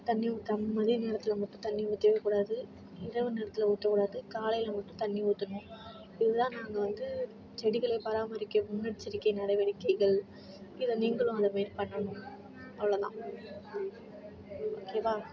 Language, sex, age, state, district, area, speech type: Tamil, female, 30-45, Tamil Nadu, Tiruvarur, rural, spontaneous